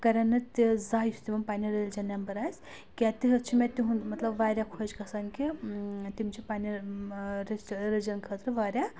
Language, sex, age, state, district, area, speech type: Kashmiri, female, 30-45, Jammu and Kashmir, Anantnag, rural, spontaneous